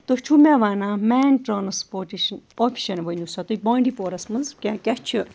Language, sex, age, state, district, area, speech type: Kashmiri, female, 30-45, Jammu and Kashmir, Bandipora, rural, spontaneous